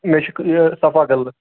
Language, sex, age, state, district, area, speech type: Kashmiri, male, 45-60, Jammu and Kashmir, Srinagar, urban, conversation